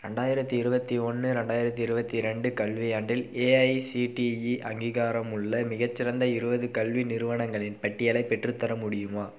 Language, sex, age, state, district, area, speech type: Tamil, male, 18-30, Tamil Nadu, Dharmapuri, urban, read